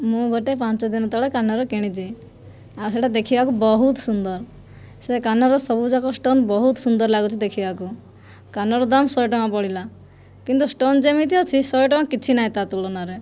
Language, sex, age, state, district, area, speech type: Odia, female, 18-30, Odisha, Kandhamal, rural, spontaneous